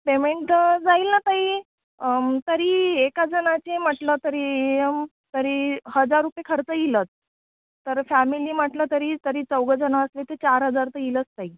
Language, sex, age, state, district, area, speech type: Marathi, female, 18-30, Maharashtra, Thane, urban, conversation